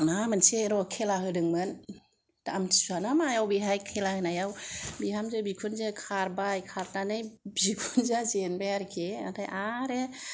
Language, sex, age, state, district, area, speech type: Bodo, female, 45-60, Assam, Kokrajhar, rural, spontaneous